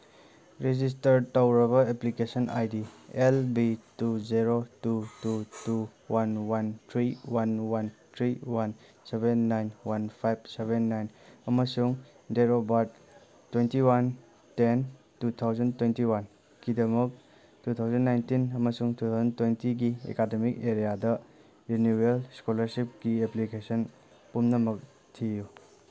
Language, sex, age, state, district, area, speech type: Manipuri, male, 18-30, Manipur, Kangpokpi, urban, read